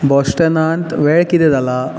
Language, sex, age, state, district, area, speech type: Goan Konkani, male, 18-30, Goa, Bardez, urban, read